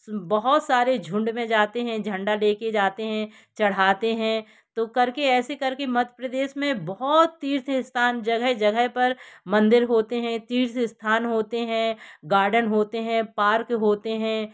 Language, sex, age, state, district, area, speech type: Hindi, female, 60+, Madhya Pradesh, Jabalpur, urban, spontaneous